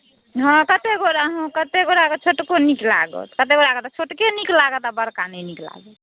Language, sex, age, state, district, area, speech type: Maithili, female, 45-60, Bihar, Madhubani, rural, conversation